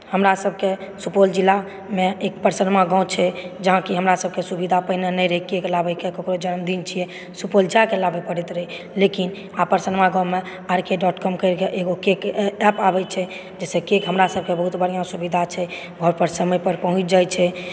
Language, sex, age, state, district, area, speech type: Maithili, female, 30-45, Bihar, Supaul, urban, spontaneous